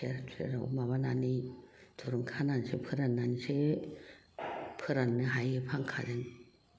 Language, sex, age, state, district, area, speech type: Bodo, female, 60+, Assam, Kokrajhar, rural, spontaneous